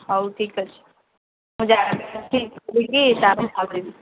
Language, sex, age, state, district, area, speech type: Odia, female, 30-45, Odisha, Sambalpur, rural, conversation